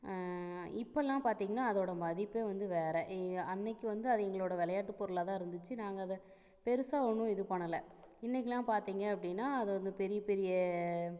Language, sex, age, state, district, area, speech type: Tamil, female, 30-45, Tamil Nadu, Namakkal, rural, spontaneous